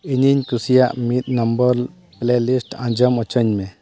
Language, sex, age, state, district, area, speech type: Santali, male, 30-45, Jharkhand, East Singhbhum, rural, read